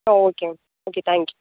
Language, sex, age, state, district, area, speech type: Tamil, female, 18-30, Tamil Nadu, Thanjavur, rural, conversation